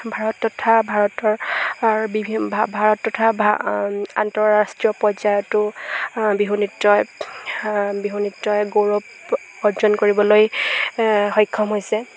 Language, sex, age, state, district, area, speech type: Assamese, female, 18-30, Assam, Lakhimpur, rural, spontaneous